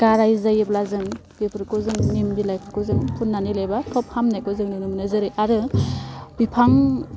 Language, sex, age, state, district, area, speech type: Bodo, female, 18-30, Assam, Udalguri, rural, spontaneous